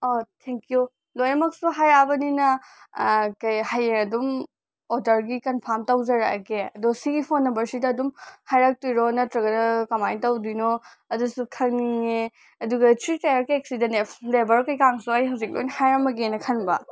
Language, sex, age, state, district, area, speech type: Manipuri, female, 18-30, Manipur, Senapati, rural, spontaneous